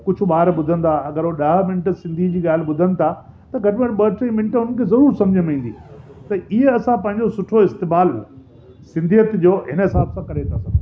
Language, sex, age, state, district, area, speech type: Sindhi, male, 60+, Delhi, South Delhi, urban, spontaneous